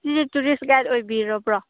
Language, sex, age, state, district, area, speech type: Manipuri, female, 30-45, Manipur, Chandel, rural, conversation